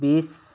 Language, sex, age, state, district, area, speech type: Assamese, female, 18-30, Assam, Nagaon, rural, spontaneous